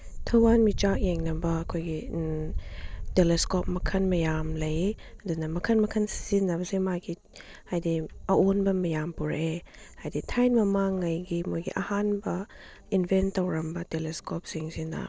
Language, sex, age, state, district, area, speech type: Manipuri, female, 30-45, Manipur, Chandel, rural, spontaneous